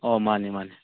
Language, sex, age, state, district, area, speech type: Manipuri, male, 60+, Manipur, Chandel, rural, conversation